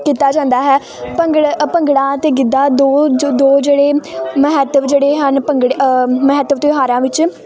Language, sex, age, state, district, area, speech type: Punjabi, female, 18-30, Punjab, Hoshiarpur, rural, spontaneous